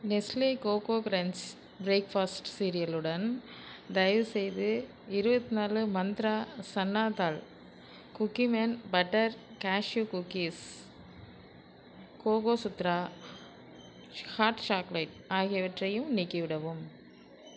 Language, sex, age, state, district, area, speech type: Tamil, female, 60+, Tamil Nadu, Nagapattinam, rural, read